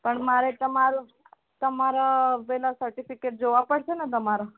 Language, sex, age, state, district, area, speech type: Gujarati, female, 30-45, Gujarat, Ahmedabad, urban, conversation